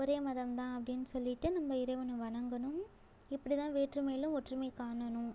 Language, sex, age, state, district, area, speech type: Tamil, female, 18-30, Tamil Nadu, Ariyalur, rural, spontaneous